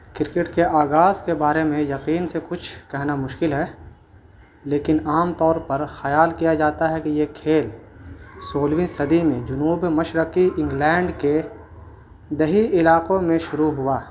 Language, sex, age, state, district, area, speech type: Urdu, male, 18-30, Bihar, Gaya, urban, spontaneous